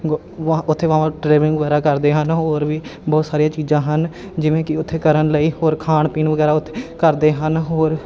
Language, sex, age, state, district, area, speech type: Punjabi, male, 30-45, Punjab, Amritsar, urban, spontaneous